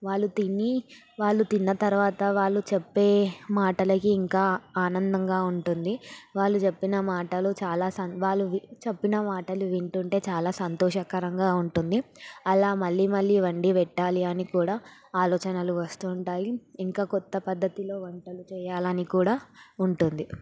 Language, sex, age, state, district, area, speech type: Telugu, female, 18-30, Telangana, Sangareddy, urban, spontaneous